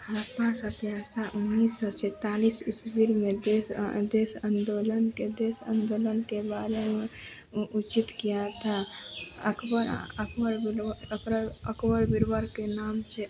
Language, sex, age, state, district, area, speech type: Hindi, female, 18-30, Bihar, Madhepura, rural, spontaneous